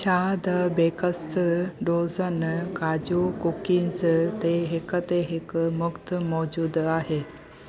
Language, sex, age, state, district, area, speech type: Sindhi, female, 30-45, Gujarat, Junagadh, rural, read